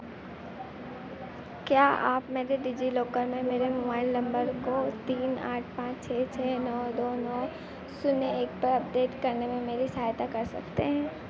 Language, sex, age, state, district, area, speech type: Hindi, female, 18-30, Madhya Pradesh, Harda, urban, read